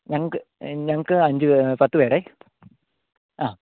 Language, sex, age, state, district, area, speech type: Malayalam, male, 30-45, Kerala, Idukki, rural, conversation